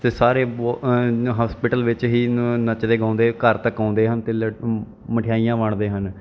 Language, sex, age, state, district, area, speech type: Punjabi, male, 30-45, Punjab, Bathinda, urban, spontaneous